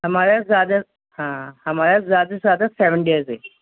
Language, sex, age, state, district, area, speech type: Urdu, female, 60+, Delhi, North East Delhi, urban, conversation